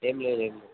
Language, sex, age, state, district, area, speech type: Telugu, male, 30-45, Andhra Pradesh, Srikakulam, urban, conversation